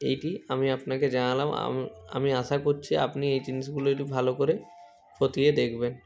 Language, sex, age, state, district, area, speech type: Bengali, male, 60+, West Bengal, Nadia, rural, spontaneous